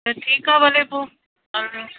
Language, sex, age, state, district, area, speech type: Sindhi, female, 45-60, Maharashtra, Thane, urban, conversation